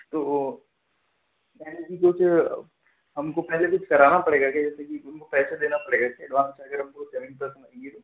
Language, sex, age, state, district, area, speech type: Hindi, male, 30-45, Madhya Pradesh, Balaghat, rural, conversation